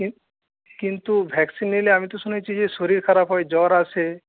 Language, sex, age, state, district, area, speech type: Bengali, male, 30-45, West Bengal, Paschim Medinipur, rural, conversation